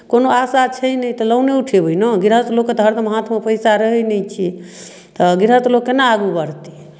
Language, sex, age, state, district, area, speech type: Maithili, female, 45-60, Bihar, Darbhanga, rural, spontaneous